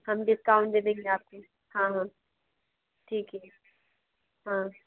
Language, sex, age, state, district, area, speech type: Hindi, female, 30-45, Madhya Pradesh, Bhopal, urban, conversation